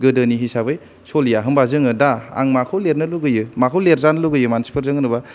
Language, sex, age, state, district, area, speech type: Bodo, male, 18-30, Assam, Kokrajhar, urban, spontaneous